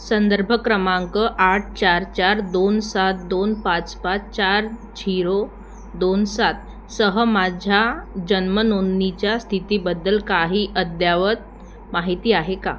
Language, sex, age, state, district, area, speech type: Marathi, female, 18-30, Maharashtra, Thane, urban, read